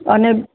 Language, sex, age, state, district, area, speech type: Gujarati, female, 60+, Gujarat, Kheda, rural, conversation